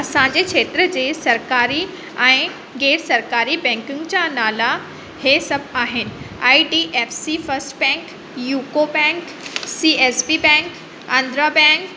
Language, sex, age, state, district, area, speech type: Sindhi, female, 30-45, Madhya Pradesh, Katni, urban, spontaneous